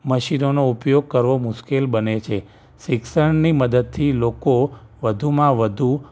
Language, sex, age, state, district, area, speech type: Gujarati, male, 45-60, Gujarat, Ahmedabad, urban, spontaneous